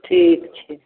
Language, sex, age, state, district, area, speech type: Maithili, female, 45-60, Bihar, Darbhanga, rural, conversation